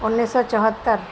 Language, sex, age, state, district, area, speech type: Urdu, female, 45-60, Uttar Pradesh, Shahjahanpur, urban, spontaneous